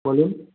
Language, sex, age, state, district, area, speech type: Bengali, male, 18-30, West Bengal, Birbhum, urban, conversation